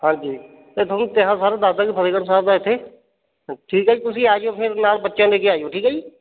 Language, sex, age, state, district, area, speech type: Punjabi, male, 30-45, Punjab, Fatehgarh Sahib, rural, conversation